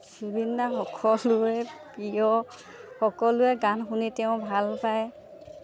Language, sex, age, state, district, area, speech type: Assamese, female, 18-30, Assam, Lakhimpur, urban, spontaneous